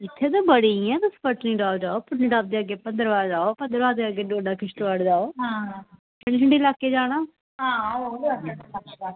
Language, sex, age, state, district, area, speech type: Dogri, female, 18-30, Jammu and Kashmir, Jammu, rural, conversation